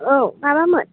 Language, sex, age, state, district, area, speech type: Bodo, female, 18-30, Assam, Chirang, urban, conversation